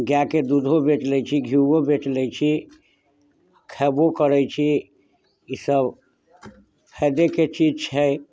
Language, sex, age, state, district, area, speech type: Maithili, male, 60+, Bihar, Muzaffarpur, rural, spontaneous